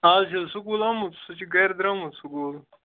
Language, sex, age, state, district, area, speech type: Kashmiri, male, 18-30, Jammu and Kashmir, Kupwara, urban, conversation